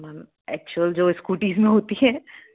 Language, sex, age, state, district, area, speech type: Hindi, female, 60+, Madhya Pradesh, Bhopal, urban, conversation